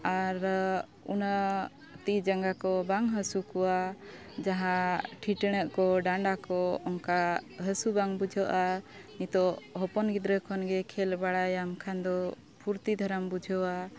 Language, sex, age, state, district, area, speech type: Santali, female, 30-45, Jharkhand, Bokaro, rural, spontaneous